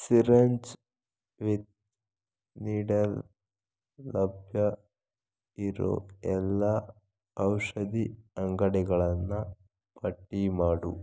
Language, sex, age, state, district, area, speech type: Kannada, male, 45-60, Karnataka, Chikkaballapur, rural, read